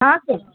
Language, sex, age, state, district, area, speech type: Urdu, female, 30-45, Maharashtra, Nashik, urban, conversation